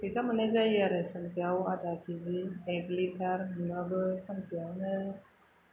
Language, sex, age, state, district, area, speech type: Bodo, female, 30-45, Assam, Chirang, urban, spontaneous